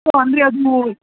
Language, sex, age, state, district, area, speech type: Kannada, male, 18-30, Karnataka, Gulbarga, urban, conversation